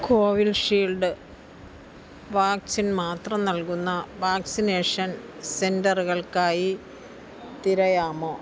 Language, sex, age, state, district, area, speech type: Malayalam, female, 60+, Kerala, Thiruvananthapuram, rural, read